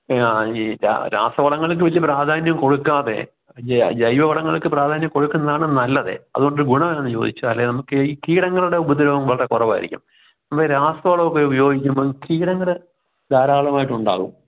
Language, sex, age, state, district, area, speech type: Malayalam, male, 60+, Kerala, Kottayam, rural, conversation